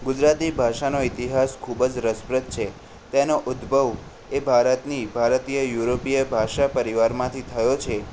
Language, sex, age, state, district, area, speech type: Gujarati, male, 18-30, Gujarat, Kheda, rural, spontaneous